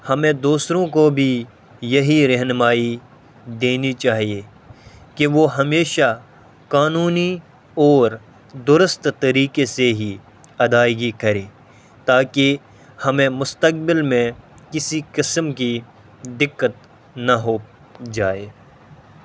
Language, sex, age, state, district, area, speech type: Urdu, male, 18-30, Delhi, North East Delhi, rural, spontaneous